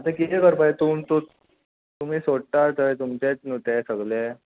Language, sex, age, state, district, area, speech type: Goan Konkani, male, 18-30, Goa, Murmgao, urban, conversation